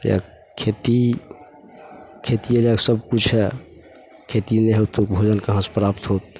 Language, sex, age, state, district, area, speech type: Maithili, male, 45-60, Bihar, Begusarai, urban, spontaneous